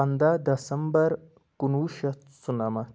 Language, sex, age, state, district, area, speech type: Kashmiri, male, 30-45, Jammu and Kashmir, Anantnag, rural, spontaneous